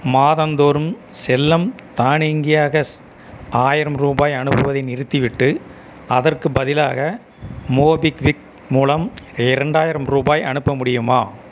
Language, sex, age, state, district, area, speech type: Tamil, male, 60+, Tamil Nadu, Erode, rural, read